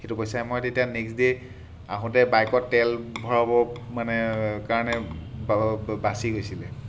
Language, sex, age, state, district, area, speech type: Assamese, male, 30-45, Assam, Sivasagar, urban, spontaneous